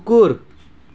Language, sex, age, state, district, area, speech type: Nepali, male, 30-45, West Bengal, Alipurduar, urban, read